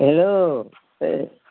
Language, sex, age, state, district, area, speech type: Assamese, male, 60+, Assam, Golaghat, rural, conversation